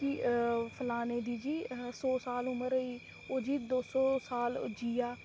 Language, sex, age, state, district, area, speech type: Dogri, female, 30-45, Jammu and Kashmir, Reasi, rural, spontaneous